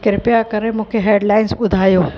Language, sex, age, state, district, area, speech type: Sindhi, female, 45-60, Uttar Pradesh, Lucknow, urban, read